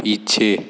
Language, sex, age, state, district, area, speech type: Hindi, male, 30-45, Uttar Pradesh, Sonbhadra, rural, read